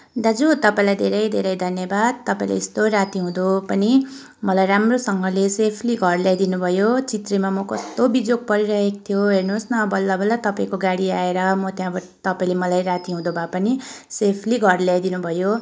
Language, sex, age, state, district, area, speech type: Nepali, female, 30-45, West Bengal, Kalimpong, rural, spontaneous